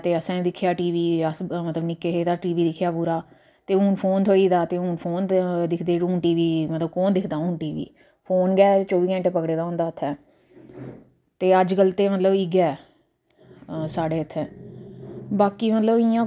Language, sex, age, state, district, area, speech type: Dogri, female, 45-60, Jammu and Kashmir, Udhampur, urban, spontaneous